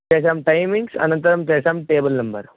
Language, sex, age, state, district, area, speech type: Sanskrit, male, 18-30, Karnataka, Davanagere, rural, conversation